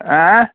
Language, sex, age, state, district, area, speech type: Maithili, male, 60+, Bihar, Muzaffarpur, urban, conversation